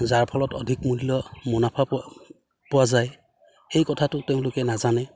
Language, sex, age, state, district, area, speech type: Assamese, male, 45-60, Assam, Udalguri, rural, spontaneous